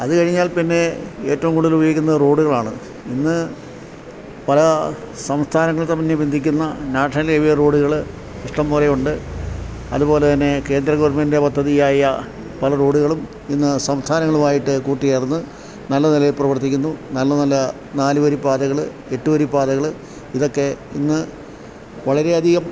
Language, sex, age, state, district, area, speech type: Malayalam, male, 60+, Kerala, Idukki, rural, spontaneous